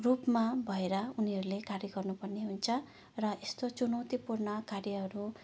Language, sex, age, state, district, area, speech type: Nepali, female, 60+, West Bengal, Darjeeling, rural, spontaneous